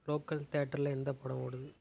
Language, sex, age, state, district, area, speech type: Tamil, male, 18-30, Tamil Nadu, Nagapattinam, rural, read